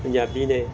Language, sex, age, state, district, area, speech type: Punjabi, male, 45-60, Punjab, Gurdaspur, urban, spontaneous